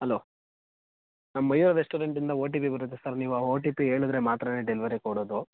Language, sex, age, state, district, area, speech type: Kannada, male, 18-30, Karnataka, Mandya, rural, conversation